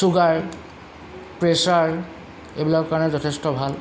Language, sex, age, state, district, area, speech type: Assamese, male, 45-60, Assam, Golaghat, urban, spontaneous